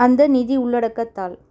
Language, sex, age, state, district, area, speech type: Tamil, female, 30-45, Tamil Nadu, Chennai, urban, spontaneous